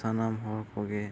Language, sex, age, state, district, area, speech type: Santali, male, 18-30, Jharkhand, East Singhbhum, rural, spontaneous